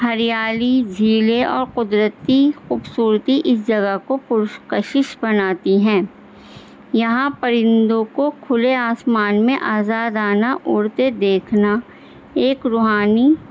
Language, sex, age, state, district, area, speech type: Urdu, female, 45-60, Delhi, North East Delhi, urban, spontaneous